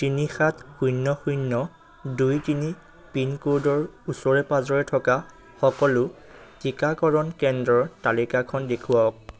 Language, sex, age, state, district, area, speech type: Assamese, male, 18-30, Assam, Majuli, urban, read